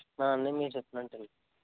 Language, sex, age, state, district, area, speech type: Telugu, male, 30-45, Andhra Pradesh, East Godavari, rural, conversation